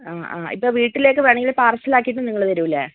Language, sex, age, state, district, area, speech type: Malayalam, female, 30-45, Kerala, Wayanad, rural, conversation